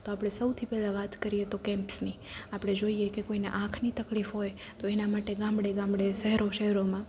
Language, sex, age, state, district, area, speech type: Gujarati, female, 18-30, Gujarat, Rajkot, urban, spontaneous